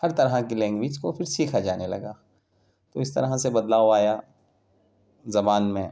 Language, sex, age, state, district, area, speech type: Urdu, male, 18-30, Delhi, Central Delhi, urban, spontaneous